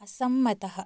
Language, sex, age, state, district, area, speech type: Sanskrit, female, 18-30, Karnataka, Shimoga, urban, read